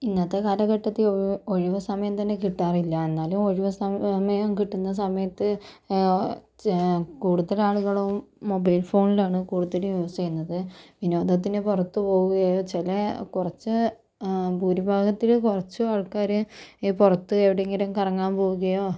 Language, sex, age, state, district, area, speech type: Malayalam, female, 45-60, Kerala, Kozhikode, urban, spontaneous